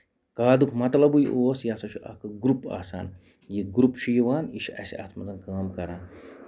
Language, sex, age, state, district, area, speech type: Kashmiri, male, 30-45, Jammu and Kashmir, Ganderbal, rural, spontaneous